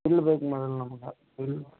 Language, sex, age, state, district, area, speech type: Kannada, male, 30-45, Karnataka, Belgaum, rural, conversation